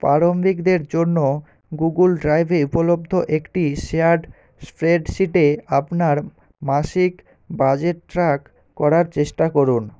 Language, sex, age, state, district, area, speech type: Bengali, male, 45-60, West Bengal, Jhargram, rural, read